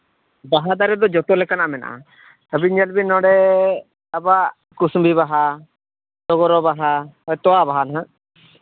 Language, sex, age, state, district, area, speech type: Santali, male, 45-60, Odisha, Mayurbhanj, rural, conversation